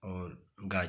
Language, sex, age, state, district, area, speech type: Hindi, male, 45-60, Uttar Pradesh, Chandauli, rural, spontaneous